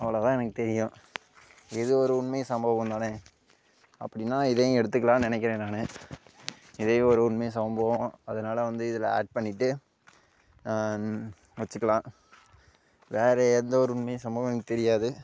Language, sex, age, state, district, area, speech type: Tamil, male, 18-30, Tamil Nadu, Karur, rural, spontaneous